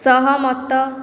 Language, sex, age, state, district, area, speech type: Odia, female, 18-30, Odisha, Khordha, rural, read